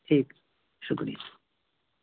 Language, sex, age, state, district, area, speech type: Urdu, male, 18-30, Bihar, Araria, rural, conversation